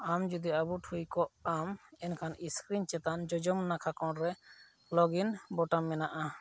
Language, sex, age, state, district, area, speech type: Santali, male, 30-45, Jharkhand, East Singhbhum, rural, read